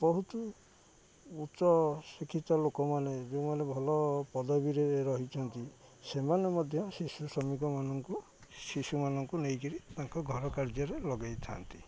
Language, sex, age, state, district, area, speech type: Odia, male, 30-45, Odisha, Jagatsinghpur, urban, spontaneous